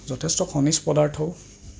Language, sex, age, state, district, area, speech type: Assamese, male, 30-45, Assam, Goalpara, urban, spontaneous